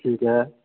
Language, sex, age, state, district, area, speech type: Dogri, female, 30-45, Jammu and Kashmir, Jammu, urban, conversation